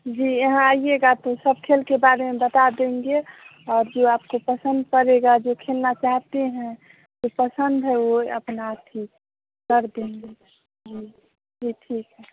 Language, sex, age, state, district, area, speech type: Hindi, female, 30-45, Bihar, Samastipur, rural, conversation